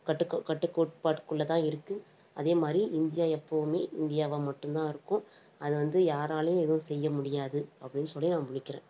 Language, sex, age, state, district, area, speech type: Tamil, female, 18-30, Tamil Nadu, Tiruvannamalai, urban, spontaneous